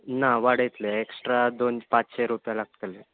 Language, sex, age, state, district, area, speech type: Goan Konkani, male, 18-30, Goa, Bardez, urban, conversation